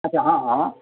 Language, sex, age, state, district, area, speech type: Maithili, male, 60+, Bihar, Madhubani, urban, conversation